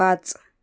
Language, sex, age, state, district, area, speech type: Marathi, female, 18-30, Maharashtra, Mumbai Suburban, rural, read